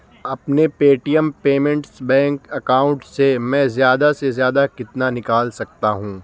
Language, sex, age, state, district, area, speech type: Urdu, male, 18-30, Uttar Pradesh, Muzaffarnagar, urban, read